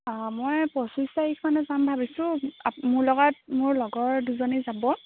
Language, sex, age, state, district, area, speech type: Assamese, female, 18-30, Assam, Golaghat, urban, conversation